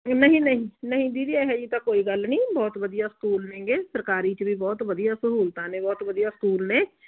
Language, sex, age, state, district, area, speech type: Punjabi, female, 45-60, Punjab, Muktsar, urban, conversation